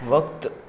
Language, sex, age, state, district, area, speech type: Sindhi, male, 45-60, Maharashtra, Mumbai Suburban, urban, read